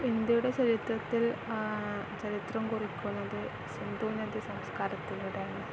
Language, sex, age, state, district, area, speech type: Malayalam, female, 18-30, Kerala, Kozhikode, rural, spontaneous